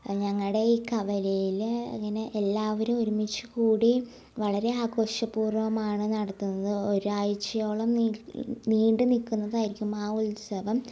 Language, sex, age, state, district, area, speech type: Malayalam, female, 18-30, Kerala, Ernakulam, rural, spontaneous